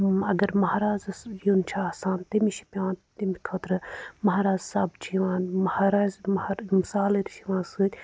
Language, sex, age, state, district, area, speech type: Kashmiri, female, 30-45, Jammu and Kashmir, Pulwama, rural, spontaneous